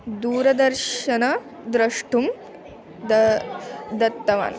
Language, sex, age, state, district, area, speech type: Sanskrit, female, 18-30, Andhra Pradesh, Eluru, rural, spontaneous